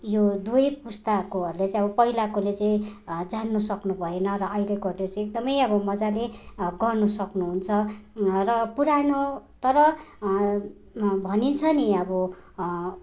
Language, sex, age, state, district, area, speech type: Nepali, female, 45-60, West Bengal, Darjeeling, rural, spontaneous